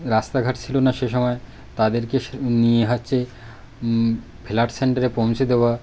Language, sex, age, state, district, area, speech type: Bengali, male, 30-45, West Bengal, Birbhum, urban, spontaneous